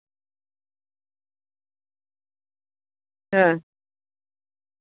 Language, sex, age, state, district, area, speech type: Santali, female, 45-60, West Bengal, Malda, rural, conversation